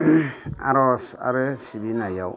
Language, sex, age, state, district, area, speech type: Bodo, male, 45-60, Assam, Kokrajhar, rural, spontaneous